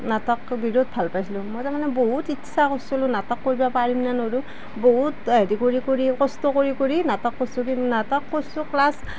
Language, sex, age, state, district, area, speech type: Assamese, female, 45-60, Assam, Nalbari, rural, spontaneous